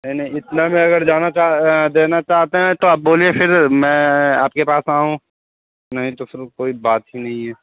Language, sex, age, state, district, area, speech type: Hindi, male, 30-45, Bihar, Darbhanga, rural, conversation